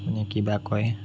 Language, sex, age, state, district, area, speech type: Assamese, male, 30-45, Assam, Sonitpur, rural, spontaneous